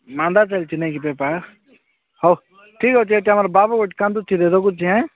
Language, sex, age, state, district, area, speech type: Odia, male, 18-30, Odisha, Nabarangpur, urban, conversation